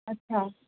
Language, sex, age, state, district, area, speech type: Urdu, female, 18-30, Telangana, Hyderabad, urban, conversation